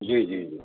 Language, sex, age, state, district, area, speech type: Hindi, male, 45-60, Madhya Pradesh, Ujjain, urban, conversation